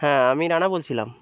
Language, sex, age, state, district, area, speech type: Bengali, male, 30-45, West Bengal, Birbhum, urban, spontaneous